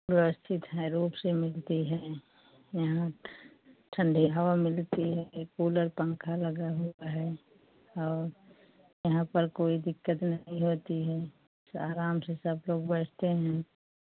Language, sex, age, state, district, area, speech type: Hindi, female, 45-60, Uttar Pradesh, Pratapgarh, rural, conversation